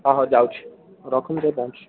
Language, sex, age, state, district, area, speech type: Odia, male, 30-45, Odisha, Puri, urban, conversation